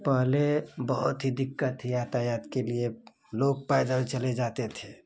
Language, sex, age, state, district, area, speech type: Hindi, male, 30-45, Uttar Pradesh, Ghazipur, urban, spontaneous